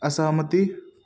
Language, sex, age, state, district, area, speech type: Maithili, male, 18-30, Bihar, Darbhanga, rural, read